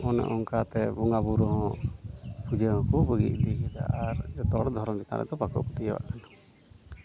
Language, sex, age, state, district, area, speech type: Santali, male, 30-45, West Bengal, Malda, rural, spontaneous